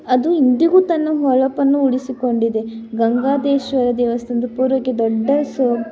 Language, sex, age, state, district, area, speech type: Kannada, female, 18-30, Karnataka, Tumkur, rural, spontaneous